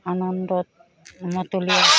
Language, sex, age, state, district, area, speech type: Assamese, female, 45-60, Assam, Udalguri, rural, spontaneous